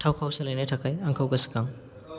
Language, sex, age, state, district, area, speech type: Bodo, male, 18-30, Assam, Kokrajhar, rural, read